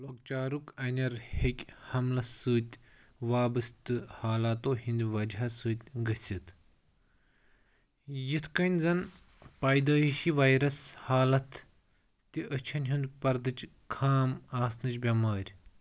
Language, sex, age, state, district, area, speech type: Kashmiri, male, 18-30, Jammu and Kashmir, Pulwama, rural, read